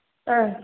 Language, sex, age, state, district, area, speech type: Sanskrit, female, 18-30, Karnataka, Dakshina Kannada, rural, conversation